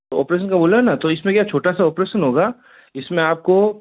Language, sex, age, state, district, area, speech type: Hindi, male, 45-60, Rajasthan, Jodhpur, urban, conversation